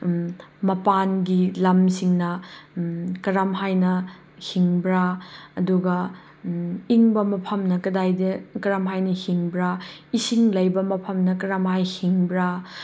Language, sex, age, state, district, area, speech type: Manipuri, female, 30-45, Manipur, Chandel, rural, spontaneous